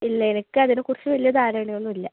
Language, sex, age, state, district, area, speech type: Malayalam, female, 18-30, Kerala, Kasaragod, rural, conversation